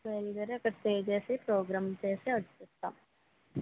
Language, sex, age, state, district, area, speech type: Telugu, female, 18-30, Andhra Pradesh, Eluru, rural, conversation